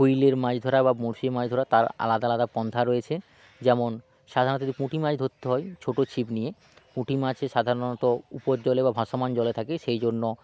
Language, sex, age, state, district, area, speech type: Bengali, male, 30-45, West Bengal, Hooghly, rural, spontaneous